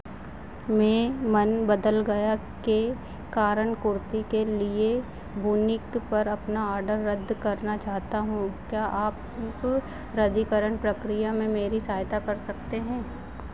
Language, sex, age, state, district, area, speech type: Hindi, female, 18-30, Madhya Pradesh, Harda, urban, read